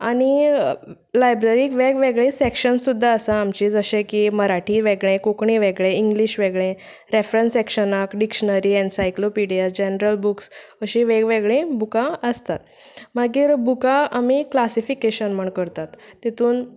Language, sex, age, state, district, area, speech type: Goan Konkani, female, 18-30, Goa, Canacona, rural, spontaneous